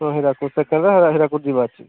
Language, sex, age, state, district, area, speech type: Odia, male, 30-45, Odisha, Sambalpur, rural, conversation